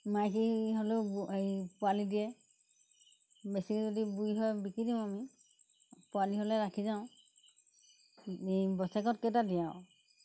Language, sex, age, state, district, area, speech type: Assamese, female, 60+, Assam, Golaghat, rural, spontaneous